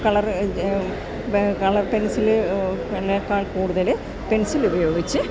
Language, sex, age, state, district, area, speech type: Malayalam, female, 60+, Kerala, Alappuzha, urban, spontaneous